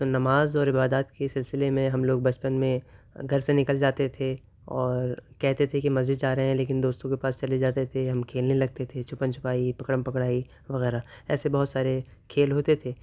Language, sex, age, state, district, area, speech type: Urdu, male, 30-45, Uttar Pradesh, Gautam Buddha Nagar, urban, spontaneous